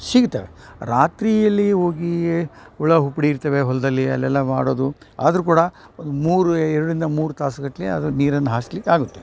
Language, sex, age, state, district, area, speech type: Kannada, male, 60+, Karnataka, Dharwad, rural, spontaneous